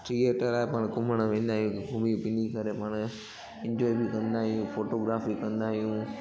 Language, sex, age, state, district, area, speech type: Sindhi, male, 18-30, Gujarat, Junagadh, urban, spontaneous